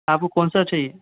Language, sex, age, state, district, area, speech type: Urdu, male, 30-45, Telangana, Hyderabad, urban, conversation